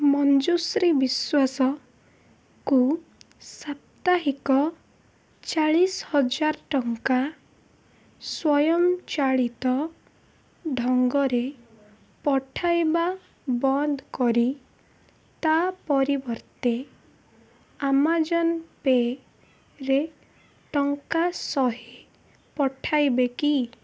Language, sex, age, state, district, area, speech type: Odia, female, 18-30, Odisha, Ganjam, urban, read